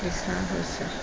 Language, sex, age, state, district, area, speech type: Assamese, female, 45-60, Assam, Jorhat, urban, spontaneous